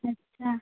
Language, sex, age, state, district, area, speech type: Hindi, female, 18-30, Uttar Pradesh, Azamgarh, rural, conversation